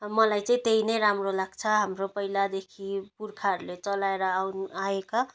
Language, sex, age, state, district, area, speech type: Nepali, female, 30-45, West Bengal, Jalpaiguri, urban, spontaneous